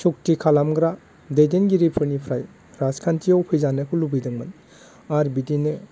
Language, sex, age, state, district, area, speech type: Bodo, male, 45-60, Assam, Baksa, rural, spontaneous